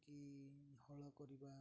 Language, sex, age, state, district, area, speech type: Odia, male, 18-30, Odisha, Ganjam, urban, spontaneous